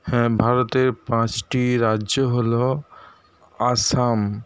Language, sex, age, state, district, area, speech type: Bengali, male, 30-45, West Bengal, Paschim Medinipur, rural, spontaneous